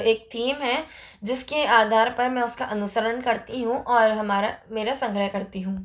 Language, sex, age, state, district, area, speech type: Hindi, female, 18-30, Rajasthan, Jodhpur, urban, spontaneous